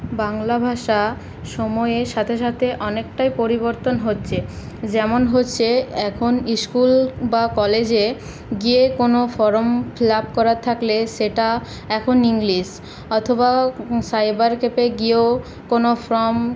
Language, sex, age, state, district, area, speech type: Bengali, female, 18-30, West Bengal, Paschim Bardhaman, urban, spontaneous